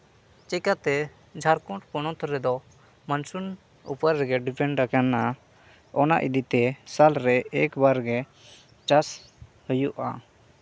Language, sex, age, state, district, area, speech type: Santali, male, 18-30, Jharkhand, Seraikela Kharsawan, rural, spontaneous